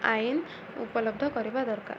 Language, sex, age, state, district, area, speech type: Odia, female, 18-30, Odisha, Ganjam, urban, spontaneous